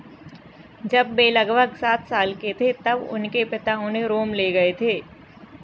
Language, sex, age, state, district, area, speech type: Hindi, female, 18-30, Madhya Pradesh, Narsinghpur, rural, read